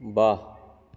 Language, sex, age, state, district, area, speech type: Hindi, male, 18-30, Bihar, Begusarai, rural, read